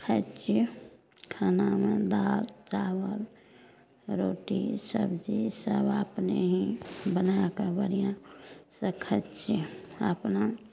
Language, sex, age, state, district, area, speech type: Maithili, female, 60+, Bihar, Madhepura, rural, spontaneous